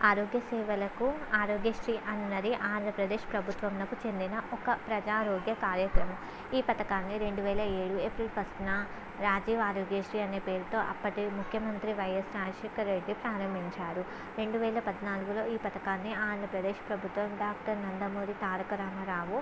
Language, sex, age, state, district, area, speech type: Telugu, female, 18-30, Andhra Pradesh, Visakhapatnam, urban, spontaneous